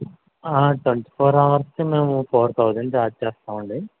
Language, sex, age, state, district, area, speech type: Telugu, male, 30-45, Telangana, Mancherial, rural, conversation